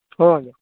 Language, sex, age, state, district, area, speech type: Odia, male, 18-30, Odisha, Bhadrak, rural, conversation